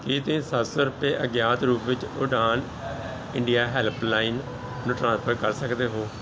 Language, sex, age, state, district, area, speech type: Punjabi, male, 45-60, Punjab, Gurdaspur, urban, read